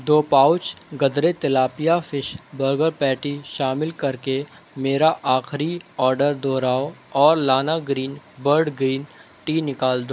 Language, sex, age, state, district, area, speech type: Urdu, male, 18-30, Uttar Pradesh, Shahjahanpur, rural, read